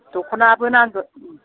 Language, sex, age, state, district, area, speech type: Bodo, female, 60+, Assam, Udalguri, rural, conversation